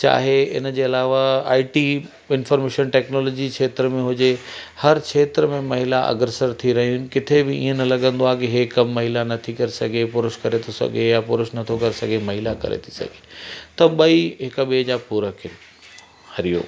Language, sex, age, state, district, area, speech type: Sindhi, male, 45-60, Madhya Pradesh, Katni, rural, spontaneous